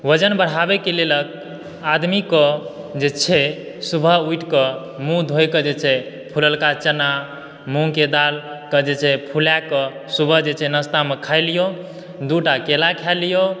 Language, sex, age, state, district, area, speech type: Maithili, male, 18-30, Bihar, Supaul, rural, spontaneous